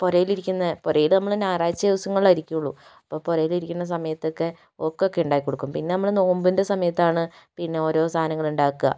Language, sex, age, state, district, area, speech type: Malayalam, female, 30-45, Kerala, Kozhikode, urban, spontaneous